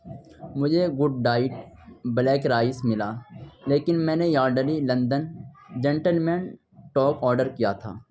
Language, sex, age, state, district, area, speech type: Urdu, male, 18-30, Uttar Pradesh, Ghaziabad, urban, read